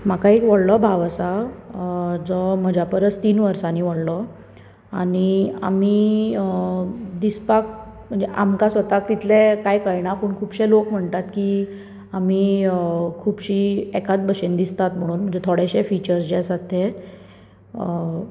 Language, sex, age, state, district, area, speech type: Goan Konkani, female, 18-30, Goa, Bardez, urban, spontaneous